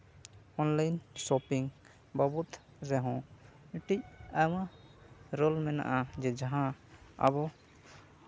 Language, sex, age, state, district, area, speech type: Santali, male, 18-30, Jharkhand, Seraikela Kharsawan, rural, spontaneous